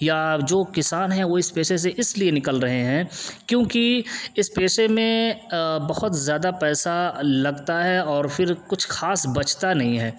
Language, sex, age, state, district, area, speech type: Urdu, male, 18-30, Uttar Pradesh, Siddharthnagar, rural, spontaneous